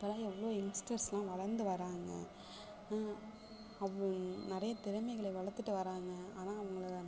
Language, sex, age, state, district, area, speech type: Tamil, female, 18-30, Tamil Nadu, Thanjavur, urban, spontaneous